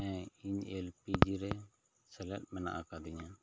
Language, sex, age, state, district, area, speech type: Santali, male, 30-45, West Bengal, Bankura, rural, spontaneous